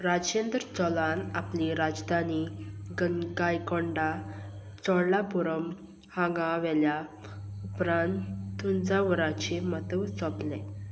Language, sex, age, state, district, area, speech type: Goan Konkani, female, 18-30, Goa, Salcete, rural, read